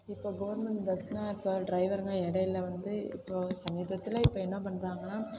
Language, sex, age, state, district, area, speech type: Tamil, female, 18-30, Tamil Nadu, Thanjavur, urban, spontaneous